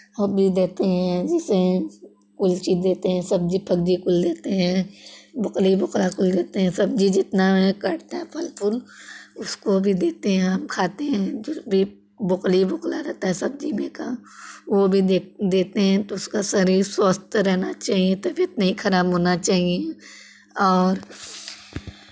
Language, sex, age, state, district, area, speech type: Hindi, female, 18-30, Uttar Pradesh, Chandauli, rural, spontaneous